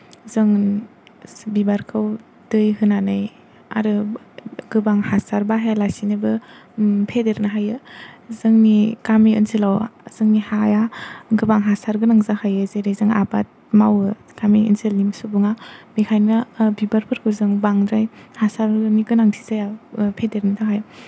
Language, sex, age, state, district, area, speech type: Bodo, female, 18-30, Assam, Kokrajhar, rural, spontaneous